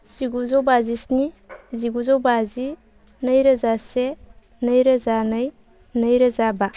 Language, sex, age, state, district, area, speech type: Bodo, female, 30-45, Assam, Baksa, rural, spontaneous